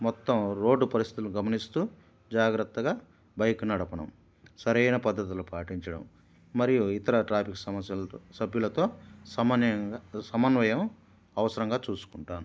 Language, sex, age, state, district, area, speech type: Telugu, male, 45-60, Andhra Pradesh, Kadapa, rural, spontaneous